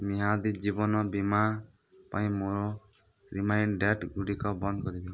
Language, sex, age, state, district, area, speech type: Odia, male, 18-30, Odisha, Balangir, urban, read